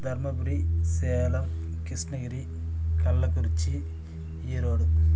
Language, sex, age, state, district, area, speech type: Tamil, male, 30-45, Tamil Nadu, Dharmapuri, urban, spontaneous